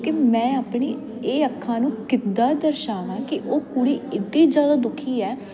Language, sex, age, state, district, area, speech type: Punjabi, female, 18-30, Punjab, Jalandhar, urban, spontaneous